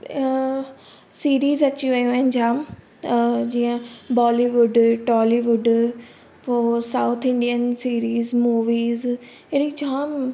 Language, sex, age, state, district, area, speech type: Sindhi, female, 18-30, Gujarat, Surat, urban, spontaneous